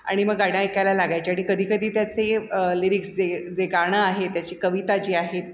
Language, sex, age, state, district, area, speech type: Marathi, female, 60+, Maharashtra, Mumbai Suburban, urban, spontaneous